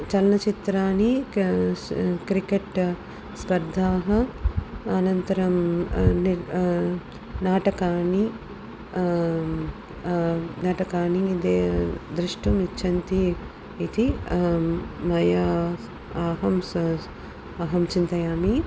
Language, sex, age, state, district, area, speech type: Sanskrit, female, 45-60, Tamil Nadu, Tiruchirappalli, urban, spontaneous